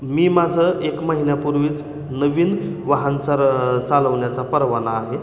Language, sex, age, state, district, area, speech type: Marathi, male, 18-30, Maharashtra, Osmanabad, rural, spontaneous